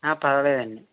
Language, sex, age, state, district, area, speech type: Telugu, male, 30-45, Andhra Pradesh, East Godavari, rural, conversation